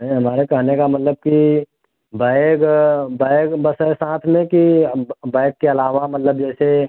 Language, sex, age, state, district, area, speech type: Hindi, male, 30-45, Uttar Pradesh, Prayagraj, urban, conversation